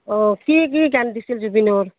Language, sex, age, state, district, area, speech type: Assamese, female, 45-60, Assam, Barpeta, rural, conversation